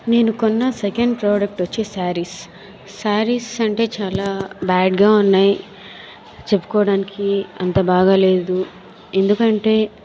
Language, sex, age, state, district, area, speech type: Telugu, female, 30-45, Andhra Pradesh, Chittoor, urban, spontaneous